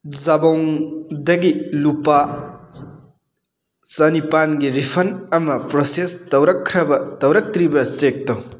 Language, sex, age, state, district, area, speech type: Manipuri, male, 30-45, Manipur, Thoubal, rural, read